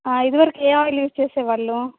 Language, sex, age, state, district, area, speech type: Telugu, female, 30-45, Andhra Pradesh, Annamaya, urban, conversation